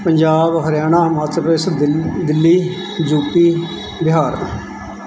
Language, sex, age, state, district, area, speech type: Punjabi, male, 45-60, Punjab, Mansa, rural, spontaneous